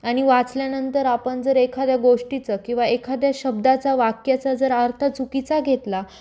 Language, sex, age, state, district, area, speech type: Marathi, female, 18-30, Maharashtra, Nashik, urban, spontaneous